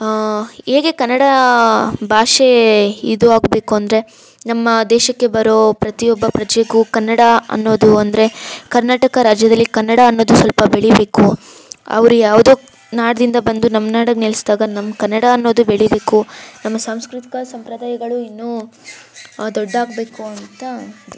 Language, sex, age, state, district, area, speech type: Kannada, female, 18-30, Karnataka, Kolar, rural, spontaneous